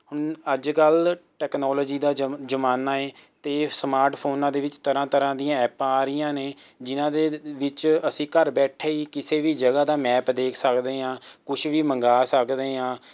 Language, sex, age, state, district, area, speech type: Punjabi, male, 18-30, Punjab, Rupnagar, rural, spontaneous